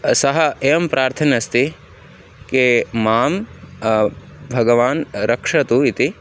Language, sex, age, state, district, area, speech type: Sanskrit, male, 18-30, Tamil Nadu, Tiruvallur, rural, spontaneous